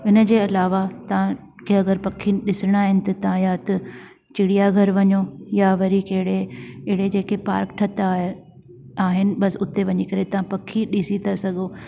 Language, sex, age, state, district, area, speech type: Sindhi, female, 45-60, Delhi, South Delhi, urban, spontaneous